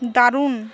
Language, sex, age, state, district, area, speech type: Bengali, female, 18-30, West Bengal, Paschim Medinipur, rural, read